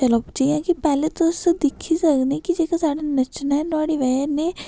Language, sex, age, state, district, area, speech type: Dogri, female, 18-30, Jammu and Kashmir, Udhampur, rural, spontaneous